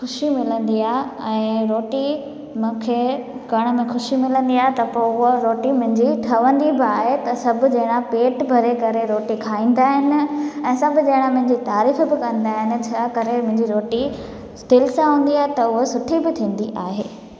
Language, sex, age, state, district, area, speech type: Sindhi, female, 18-30, Gujarat, Junagadh, urban, spontaneous